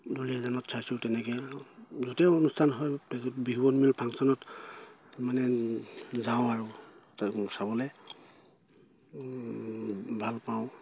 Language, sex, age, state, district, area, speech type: Assamese, male, 60+, Assam, Dibrugarh, rural, spontaneous